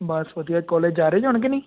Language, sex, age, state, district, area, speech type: Punjabi, male, 18-30, Punjab, Tarn Taran, urban, conversation